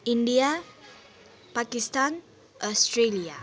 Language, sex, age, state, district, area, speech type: Nepali, female, 18-30, West Bengal, Kalimpong, rural, spontaneous